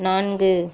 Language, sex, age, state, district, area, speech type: Tamil, female, 30-45, Tamil Nadu, Ariyalur, rural, read